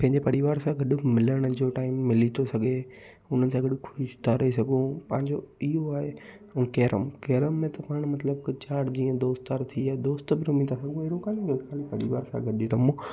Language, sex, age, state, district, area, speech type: Sindhi, male, 18-30, Gujarat, Kutch, rural, spontaneous